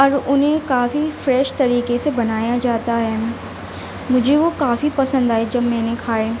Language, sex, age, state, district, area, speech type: Urdu, female, 18-30, Delhi, Central Delhi, urban, spontaneous